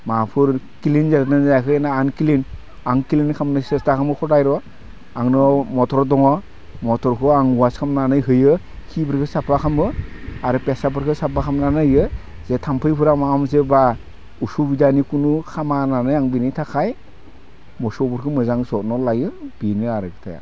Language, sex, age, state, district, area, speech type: Bodo, male, 45-60, Assam, Udalguri, rural, spontaneous